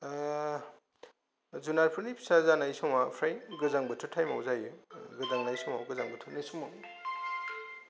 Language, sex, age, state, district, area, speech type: Bodo, male, 30-45, Assam, Kokrajhar, rural, spontaneous